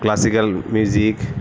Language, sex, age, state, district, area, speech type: Bengali, male, 45-60, West Bengal, Paschim Bardhaman, urban, spontaneous